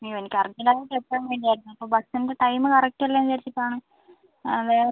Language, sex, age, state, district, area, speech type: Malayalam, female, 45-60, Kerala, Wayanad, rural, conversation